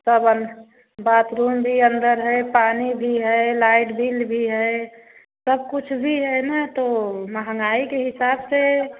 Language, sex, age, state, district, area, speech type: Hindi, female, 30-45, Uttar Pradesh, Prayagraj, rural, conversation